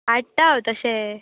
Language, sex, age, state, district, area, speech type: Goan Konkani, female, 18-30, Goa, Bardez, rural, conversation